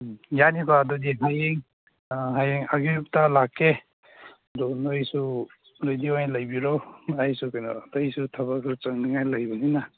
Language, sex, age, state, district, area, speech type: Manipuri, male, 30-45, Manipur, Senapati, rural, conversation